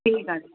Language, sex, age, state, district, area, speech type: Sindhi, female, 45-60, Maharashtra, Thane, urban, conversation